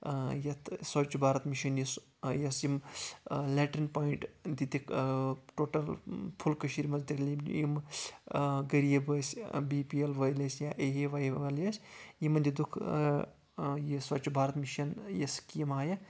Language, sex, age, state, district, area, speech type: Kashmiri, male, 18-30, Jammu and Kashmir, Anantnag, rural, spontaneous